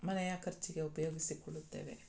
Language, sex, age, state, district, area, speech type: Kannada, female, 45-60, Karnataka, Mandya, rural, spontaneous